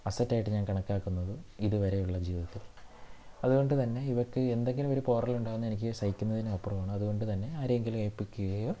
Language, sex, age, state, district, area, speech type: Malayalam, male, 18-30, Kerala, Thiruvananthapuram, rural, spontaneous